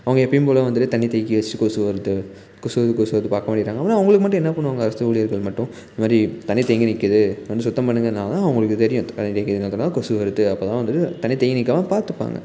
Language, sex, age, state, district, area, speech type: Tamil, male, 18-30, Tamil Nadu, Salem, rural, spontaneous